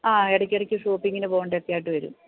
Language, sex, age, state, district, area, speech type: Malayalam, female, 45-60, Kerala, Idukki, rural, conversation